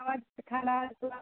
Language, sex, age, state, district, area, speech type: Bengali, female, 60+, West Bengal, Jhargram, rural, conversation